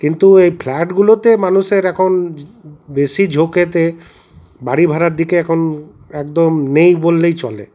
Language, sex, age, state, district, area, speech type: Bengali, male, 45-60, West Bengal, Paschim Bardhaman, urban, spontaneous